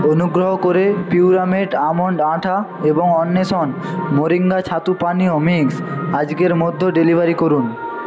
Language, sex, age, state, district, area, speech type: Bengali, male, 45-60, West Bengal, Jhargram, rural, read